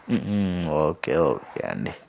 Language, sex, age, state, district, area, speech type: Telugu, male, 18-30, Telangana, Nirmal, rural, spontaneous